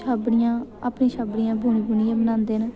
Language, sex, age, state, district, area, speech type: Dogri, female, 18-30, Jammu and Kashmir, Reasi, rural, spontaneous